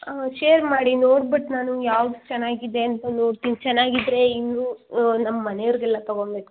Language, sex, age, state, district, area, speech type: Kannada, female, 18-30, Karnataka, Tumkur, urban, conversation